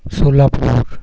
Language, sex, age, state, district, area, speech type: Marathi, male, 60+, Maharashtra, Wardha, rural, spontaneous